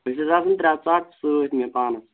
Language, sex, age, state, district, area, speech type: Kashmiri, male, 18-30, Jammu and Kashmir, Shopian, rural, conversation